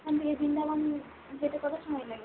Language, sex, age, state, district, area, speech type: Bengali, female, 18-30, West Bengal, Malda, urban, conversation